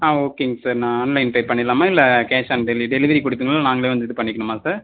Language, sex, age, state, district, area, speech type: Tamil, male, 18-30, Tamil Nadu, Kallakurichi, rural, conversation